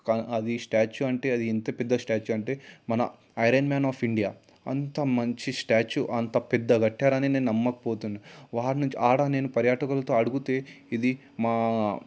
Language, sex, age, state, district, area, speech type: Telugu, male, 18-30, Telangana, Ranga Reddy, urban, spontaneous